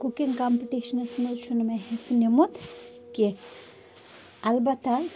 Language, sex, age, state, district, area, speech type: Kashmiri, female, 45-60, Jammu and Kashmir, Bandipora, rural, spontaneous